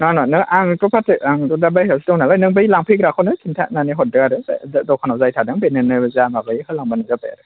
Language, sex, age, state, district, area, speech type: Bodo, male, 18-30, Assam, Kokrajhar, rural, conversation